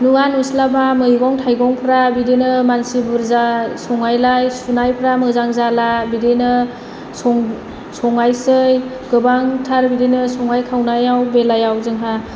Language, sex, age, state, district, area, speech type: Bodo, female, 30-45, Assam, Chirang, rural, spontaneous